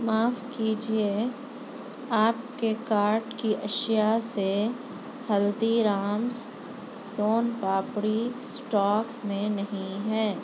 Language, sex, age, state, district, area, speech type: Urdu, female, 18-30, Telangana, Hyderabad, urban, read